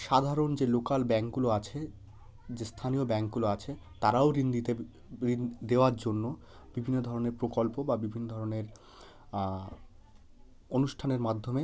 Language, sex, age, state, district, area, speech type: Bengali, male, 30-45, West Bengal, Hooghly, urban, spontaneous